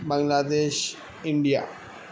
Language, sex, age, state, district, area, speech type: Urdu, male, 30-45, Telangana, Hyderabad, urban, spontaneous